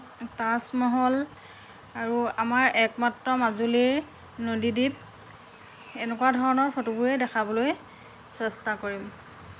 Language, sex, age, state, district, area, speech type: Assamese, female, 45-60, Assam, Lakhimpur, rural, spontaneous